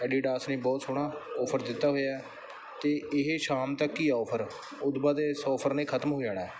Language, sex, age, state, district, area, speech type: Punjabi, male, 30-45, Punjab, Bathinda, urban, spontaneous